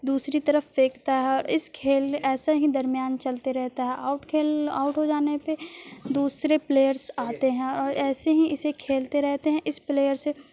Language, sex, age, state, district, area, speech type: Urdu, female, 30-45, Bihar, Supaul, urban, spontaneous